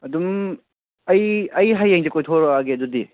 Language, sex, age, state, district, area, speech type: Manipuri, male, 18-30, Manipur, Kangpokpi, urban, conversation